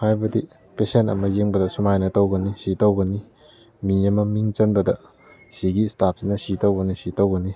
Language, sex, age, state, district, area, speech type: Manipuri, male, 30-45, Manipur, Kakching, rural, spontaneous